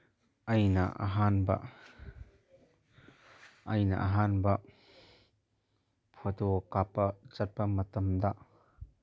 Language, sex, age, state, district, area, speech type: Manipuri, male, 30-45, Manipur, Imphal East, rural, spontaneous